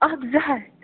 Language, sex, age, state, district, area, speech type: Kashmiri, female, 30-45, Jammu and Kashmir, Bandipora, rural, conversation